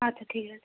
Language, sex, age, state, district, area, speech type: Bengali, female, 30-45, West Bengal, Darjeeling, rural, conversation